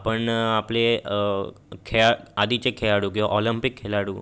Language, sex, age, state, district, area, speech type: Marathi, male, 18-30, Maharashtra, Raigad, urban, spontaneous